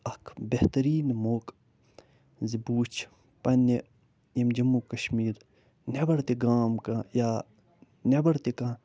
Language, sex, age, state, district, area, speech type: Kashmiri, male, 45-60, Jammu and Kashmir, Budgam, urban, spontaneous